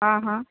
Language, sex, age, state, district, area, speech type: Hindi, female, 30-45, Madhya Pradesh, Seoni, urban, conversation